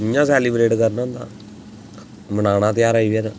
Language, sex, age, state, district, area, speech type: Dogri, male, 18-30, Jammu and Kashmir, Samba, rural, spontaneous